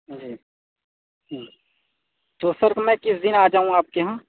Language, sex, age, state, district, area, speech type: Urdu, male, 18-30, Delhi, South Delhi, urban, conversation